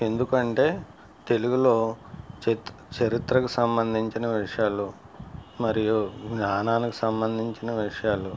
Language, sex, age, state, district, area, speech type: Telugu, male, 60+, Andhra Pradesh, West Godavari, rural, spontaneous